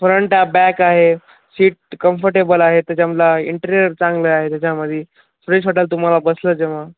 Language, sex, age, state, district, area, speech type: Marathi, male, 30-45, Maharashtra, Nanded, rural, conversation